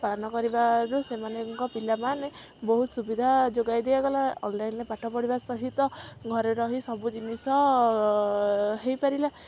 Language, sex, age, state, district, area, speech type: Odia, female, 18-30, Odisha, Kendujhar, urban, spontaneous